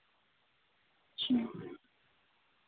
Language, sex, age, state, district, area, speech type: Urdu, female, 18-30, Delhi, North East Delhi, urban, conversation